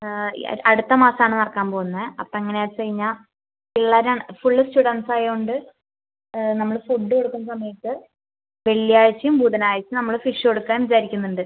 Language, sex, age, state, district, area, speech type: Malayalam, female, 18-30, Kerala, Thrissur, urban, conversation